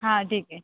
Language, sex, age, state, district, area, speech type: Marathi, female, 18-30, Maharashtra, Satara, rural, conversation